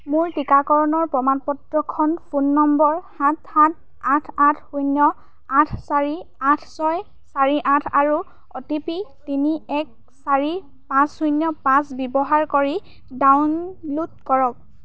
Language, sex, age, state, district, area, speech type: Assamese, female, 30-45, Assam, Charaideo, urban, read